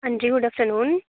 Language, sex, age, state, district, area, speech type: Dogri, female, 18-30, Jammu and Kashmir, Kathua, rural, conversation